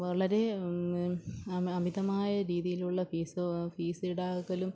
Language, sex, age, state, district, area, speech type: Malayalam, female, 30-45, Kerala, Pathanamthitta, urban, spontaneous